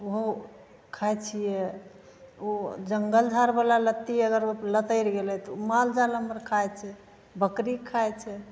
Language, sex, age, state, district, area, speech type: Maithili, female, 45-60, Bihar, Begusarai, rural, spontaneous